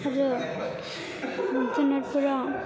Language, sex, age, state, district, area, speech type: Bodo, female, 18-30, Assam, Chirang, rural, spontaneous